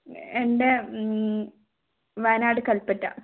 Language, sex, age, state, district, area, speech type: Malayalam, female, 45-60, Kerala, Kozhikode, urban, conversation